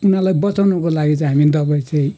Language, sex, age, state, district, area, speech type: Nepali, male, 60+, West Bengal, Kalimpong, rural, spontaneous